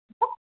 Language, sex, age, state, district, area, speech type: Sindhi, female, 30-45, Uttar Pradesh, Lucknow, urban, conversation